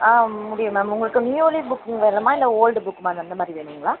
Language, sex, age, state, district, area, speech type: Tamil, female, 30-45, Tamil Nadu, Chennai, urban, conversation